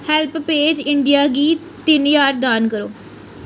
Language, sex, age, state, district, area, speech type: Dogri, female, 18-30, Jammu and Kashmir, Reasi, urban, read